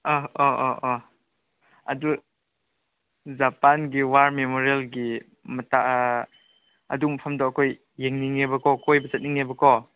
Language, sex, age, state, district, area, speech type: Manipuri, male, 18-30, Manipur, Chandel, rural, conversation